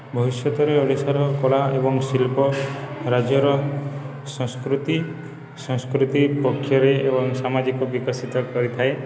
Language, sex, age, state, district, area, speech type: Odia, male, 30-45, Odisha, Balangir, urban, spontaneous